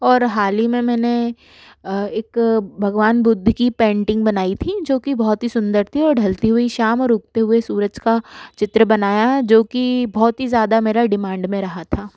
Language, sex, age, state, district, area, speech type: Hindi, female, 18-30, Madhya Pradesh, Bhopal, urban, spontaneous